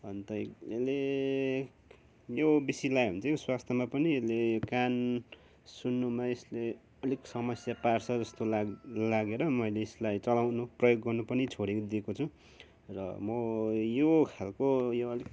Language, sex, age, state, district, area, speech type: Nepali, male, 30-45, West Bengal, Kalimpong, rural, spontaneous